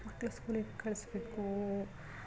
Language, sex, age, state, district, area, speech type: Kannada, female, 30-45, Karnataka, Hassan, rural, spontaneous